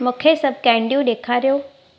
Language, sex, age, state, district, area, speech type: Sindhi, female, 30-45, Gujarat, Surat, urban, read